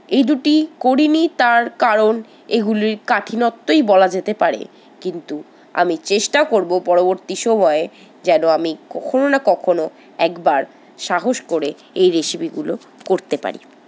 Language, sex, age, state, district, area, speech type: Bengali, female, 60+, West Bengal, Paschim Bardhaman, urban, spontaneous